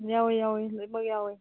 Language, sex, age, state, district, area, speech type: Manipuri, female, 45-60, Manipur, Imphal East, rural, conversation